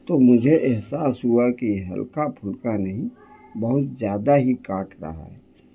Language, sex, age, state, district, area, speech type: Urdu, male, 60+, Bihar, Gaya, urban, spontaneous